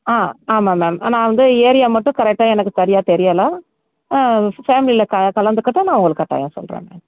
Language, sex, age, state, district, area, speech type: Tamil, female, 60+, Tamil Nadu, Tenkasi, urban, conversation